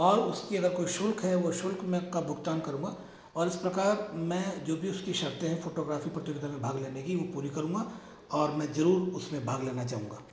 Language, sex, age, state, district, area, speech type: Hindi, male, 30-45, Rajasthan, Jaipur, urban, spontaneous